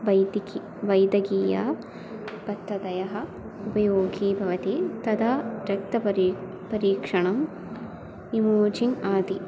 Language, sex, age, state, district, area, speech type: Sanskrit, female, 18-30, Kerala, Thrissur, urban, spontaneous